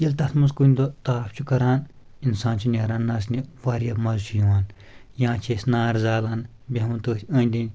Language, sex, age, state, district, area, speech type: Kashmiri, male, 18-30, Jammu and Kashmir, Kulgam, rural, spontaneous